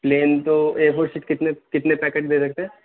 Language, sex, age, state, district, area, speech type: Urdu, male, 18-30, Delhi, North West Delhi, urban, conversation